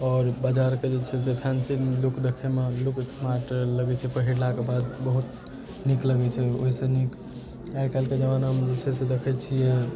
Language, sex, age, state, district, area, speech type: Maithili, male, 18-30, Bihar, Darbhanga, urban, spontaneous